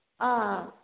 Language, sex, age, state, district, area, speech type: Nepali, female, 18-30, West Bengal, Kalimpong, rural, conversation